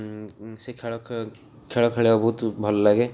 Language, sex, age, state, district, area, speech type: Odia, male, 45-60, Odisha, Rayagada, rural, spontaneous